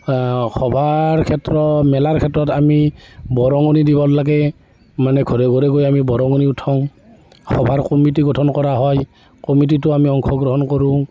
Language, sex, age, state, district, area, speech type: Assamese, male, 45-60, Assam, Barpeta, rural, spontaneous